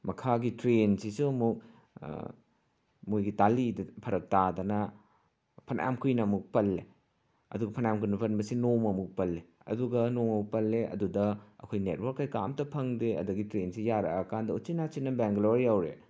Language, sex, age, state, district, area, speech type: Manipuri, male, 45-60, Manipur, Imphal West, urban, spontaneous